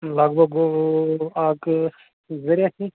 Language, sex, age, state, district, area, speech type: Kashmiri, male, 30-45, Jammu and Kashmir, Srinagar, urban, conversation